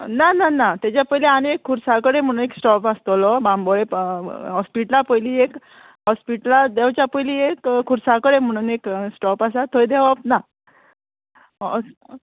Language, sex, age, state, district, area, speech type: Goan Konkani, female, 30-45, Goa, Murmgao, rural, conversation